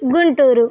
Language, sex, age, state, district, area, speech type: Telugu, female, 18-30, Andhra Pradesh, Vizianagaram, rural, spontaneous